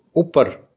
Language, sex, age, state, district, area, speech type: Punjabi, male, 45-60, Punjab, Fatehgarh Sahib, rural, read